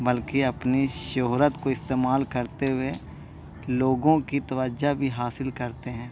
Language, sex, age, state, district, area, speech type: Urdu, male, 18-30, Bihar, Gaya, urban, spontaneous